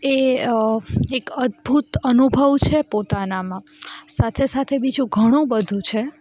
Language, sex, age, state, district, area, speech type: Gujarati, female, 18-30, Gujarat, Rajkot, rural, spontaneous